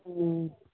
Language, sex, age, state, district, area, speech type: Tamil, female, 18-30, Tamil Nadu, Kallakurichi, rural, conversation